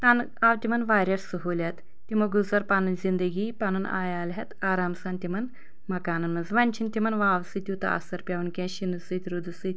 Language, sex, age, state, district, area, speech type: Kashmiri, female, 30-45, Jammu and Kashmir, Anantnag, rural, spontaneous